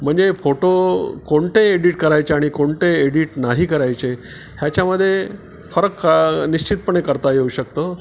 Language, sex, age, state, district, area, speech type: Marathi, male, 60+, Maharashtra, Palghar, rural, spontaneous